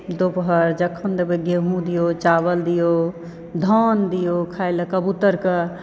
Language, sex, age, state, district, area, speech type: Maithili, female, 60+, Bihar, Supaul, rural, spontaneous